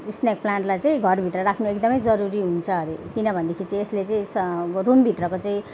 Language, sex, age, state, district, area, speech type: Nepali, female, 30-45, West Bengal, Jalpaiguri, urban, spontaneous